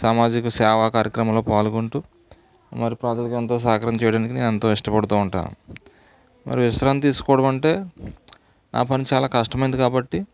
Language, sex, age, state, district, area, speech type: Telugu, male, 45-60, Andhra Pradesh, Eluru, rural, spontaneous